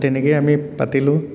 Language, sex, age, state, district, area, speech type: Assamese, male, 18-30, Assam, Dhemaji, urban, spontaneous